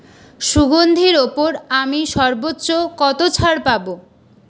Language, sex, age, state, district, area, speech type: Bengali, female, 18-30, West Bengal, Purulia, urban, read